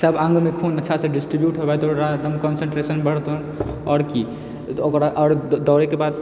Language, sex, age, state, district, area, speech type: Maithili, male, 30-45, Bihar, Purnia, rural, spontaneous